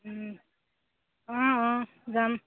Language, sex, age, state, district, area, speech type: Assamese, female, 30-45, Assam, Sivasagar, rural, conversation